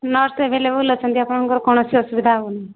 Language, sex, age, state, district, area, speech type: Odia, female, 18-30, Odisha, Subarnapur, urban, conversation